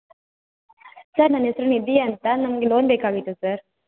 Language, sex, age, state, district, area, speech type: Kannada, female, 18-30, Karnataka, Chikkaballapur, rural, conversation